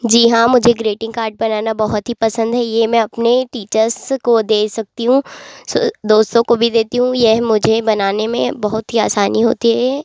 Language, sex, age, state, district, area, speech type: Hindi, female, 18-30, Madhya Pradesh, Jabalpur, urban, spontaneous